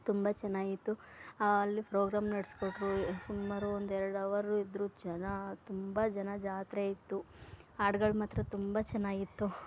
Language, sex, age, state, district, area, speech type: Kannada, female, 30-45, Karnataka, Mandya, rural, spontaneous